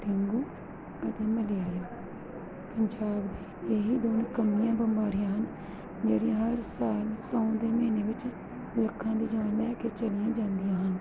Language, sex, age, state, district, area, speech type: Punjabi, female, 30-45, Punjab, Gurdaspur, urban, spontaneous